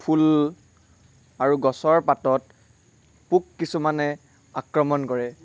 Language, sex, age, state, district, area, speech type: Assamese, male, 30-45, Assam, Nagaon, rural, spontaneous